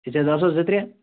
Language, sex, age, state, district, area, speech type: Kashmiri, male, 30-45, Jammu and Kashmir, Bandipora, rural, conversation